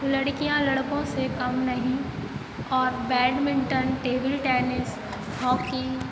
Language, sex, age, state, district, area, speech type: Hindi, female, 18-30, Madhya Pradesh, Hoshangabad, urban, spontaneous